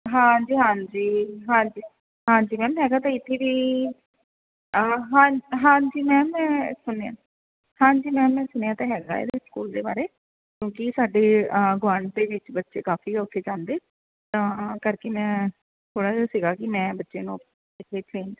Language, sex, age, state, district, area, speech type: Punjabi, female, 30-45, Punjab, Jalandhar, rural, conversation